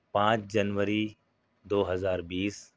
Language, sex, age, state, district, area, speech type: Urdu, male, 30-45, Delhi, South Delhi, urban, spontaneous